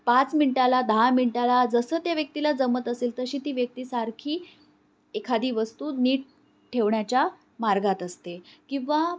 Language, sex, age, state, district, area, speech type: Marathi, female, 18-30, Maharashtra, Pune, urban, spontaneous